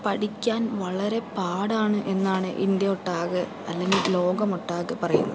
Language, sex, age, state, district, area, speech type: Malayalam, female, 30-45, Kerala, Palakkad, urban, spontaneous